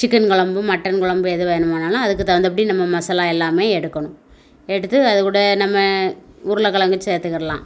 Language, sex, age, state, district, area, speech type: Tamil, female, 45-60, Tamil Nadu, Thoothukudi, rural, spontaneous